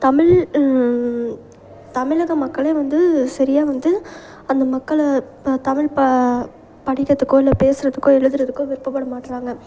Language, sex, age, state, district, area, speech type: Tamil, female, 18-30, Tamil Nadu, Thanjavur, urban, spontaneous